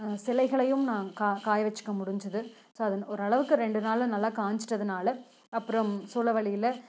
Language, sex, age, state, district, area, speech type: Tamil, female, 18-30, Tamil Nadu, Coimbatore, rural, spontaneous